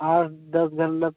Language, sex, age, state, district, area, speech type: Hindi, male, 18-30, Uttar Pradesh, Jaunpur, rural, conversation